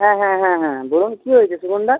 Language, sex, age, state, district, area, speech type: Bengali, male, 30-45, West Bengal, Jhargram, rural, conversation